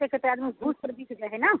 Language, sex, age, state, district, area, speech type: Maithili, female, 30-45, Bihar, Samastipur, rural, conversation